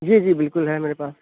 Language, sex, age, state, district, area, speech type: Urdu, male, 30-45, Uttar Pradesh, Aligarh, rural, conversation